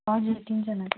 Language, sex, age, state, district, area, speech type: Nepali, female, 30-45, West Bengal, Darjeeling, rural, conversation